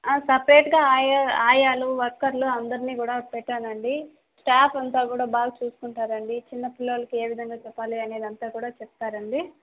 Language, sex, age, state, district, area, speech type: Telugu, female, 18-30, Andhra Pradesh, Chittoor, urban, conversation